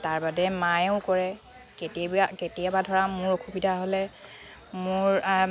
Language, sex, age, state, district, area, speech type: Assamese, female, 30-45, Assam, Dhemaji, urban, spontaneous